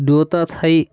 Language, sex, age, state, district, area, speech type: Assamese, male, 30-45, Assam, Barpeta, rural, spontaneous